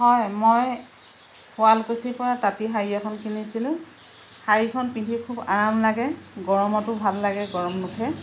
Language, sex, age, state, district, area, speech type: Assamese, female, 45-60, Assam, Lakhimpur, rural, spontaneous